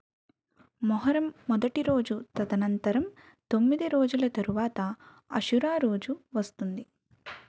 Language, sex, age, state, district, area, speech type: Telugu, female, 18-30, Andhra Pradesh, Eluru, rural, read